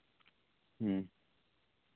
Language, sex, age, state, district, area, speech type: Santali, male, 18-30, Jharkhand, East Singhbhum, rural, conversation